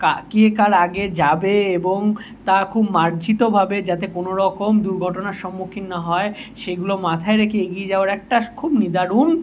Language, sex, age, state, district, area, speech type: Bengali, male, 18-30, West Bengal, Kolkata, urban, spontaneous